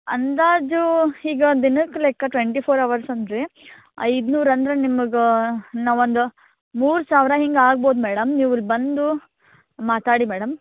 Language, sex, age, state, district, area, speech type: Kannada, female, 18-30, Karnataka, Dharwad, rural, conversation